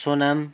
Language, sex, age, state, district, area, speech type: Nepali, male, 30-45, West Bengal, Kalimpong, rural, spontaneous